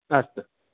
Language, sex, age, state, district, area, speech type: Sanskrit, male, 30-45, Karnataka, Dakshina Kannada, rural, conversation